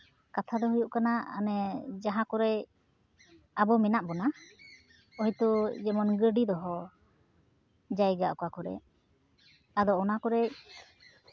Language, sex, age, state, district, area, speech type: Santali, female, 30-45, West Bengal, Uttar Dinajpur, rural, spontaneous